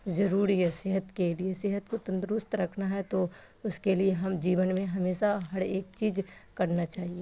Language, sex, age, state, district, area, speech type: Urdu, female, 45-60, Bihar, Khagaria, rural, spontaneous